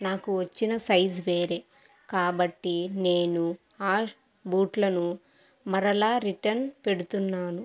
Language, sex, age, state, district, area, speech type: Telugu, female, 18-30, Andhra Pradesh, Kadapa, rural, spontaneous